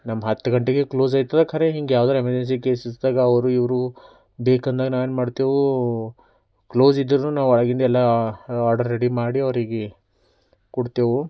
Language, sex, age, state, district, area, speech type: Kannada, male, 18-30, Karnataka, Bidar, urban, spontaneous